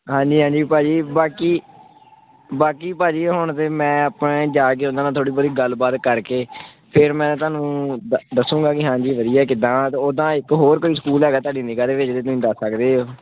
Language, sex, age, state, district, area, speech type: Punjabi, male, 18-30, Punjab, Gurdaspur, urban, conversation